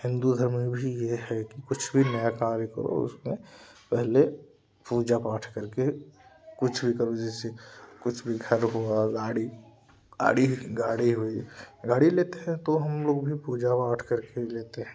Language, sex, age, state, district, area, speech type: Hindi, male, 18-30, Uttar Pradesh, Jaunpur, urban, spontaneous